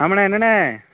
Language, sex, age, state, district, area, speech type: Tamil, male, 30-45, Tamil Nadu, Thoothukudi, rural, conversation